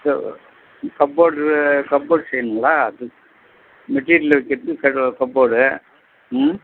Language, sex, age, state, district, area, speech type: Tamil, male, 60+, Tamil Nadu, Vellore, rural, conversation